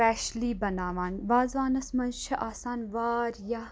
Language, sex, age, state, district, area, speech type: Kashmiri, female, 45-60, Jammu and Kashmir, Kupwara, urban, spontaneous